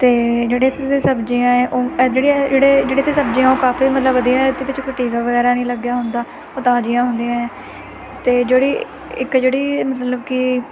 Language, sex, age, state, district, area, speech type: Punjabi, female, 18-30, Punjab, Shaheed Bhagat Singh Nagar, urban, spontaneous